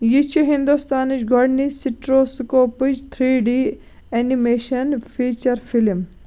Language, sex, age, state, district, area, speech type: Kashmiri, female, 18-30, Jammu and Kashmir, Baramulla, rural, read